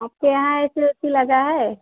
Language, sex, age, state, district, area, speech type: Hindi, female, 45-60, Uttar Pradesh, Ayodhya, rural, conversation